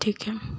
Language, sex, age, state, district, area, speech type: Urdu, female, 18-30, Uttar Pradesh, Mau, urban, spontaneous